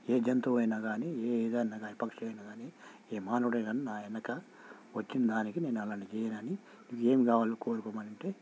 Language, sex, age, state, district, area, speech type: Telugu, male, 45-60, Telangana, Hyderabad, rural, spontaneous